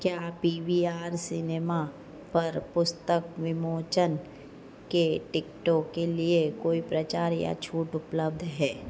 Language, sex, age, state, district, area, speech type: Hindi, female, 45-60, Madhya Pradesh, Harda, urban, read